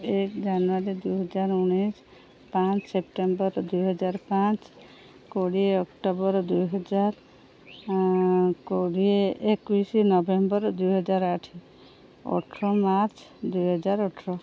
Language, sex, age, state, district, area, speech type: Odia, female, 45-60, Odisha, Sundergarh, rural, spontaneous